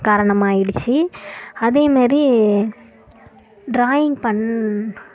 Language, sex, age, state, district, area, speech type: Tamil, female, 18-30, Tamil Nadu, Kallakurichi, rural, spontaneous